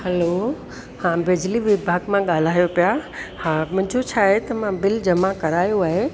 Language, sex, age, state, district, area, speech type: Sindhi, female, 45-60, Rajasthan, Ajmer, urban, spontaneous